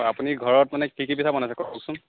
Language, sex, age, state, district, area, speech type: Assamese, male, 30-45, Assam, Nagaon, rural, conversation